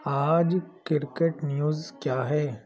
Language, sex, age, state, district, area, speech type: Urdu, male, 45-60, Uttar Pradesh, Lucknow, urban, read